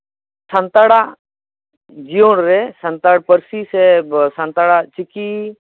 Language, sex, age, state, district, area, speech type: Santali, male, 30-45, West Bengal, Paschim Bardhaman, urban, conversation